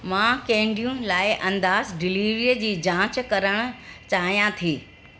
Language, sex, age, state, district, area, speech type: Sindhi, female, 60+, Delhi, South Delhi, urban, read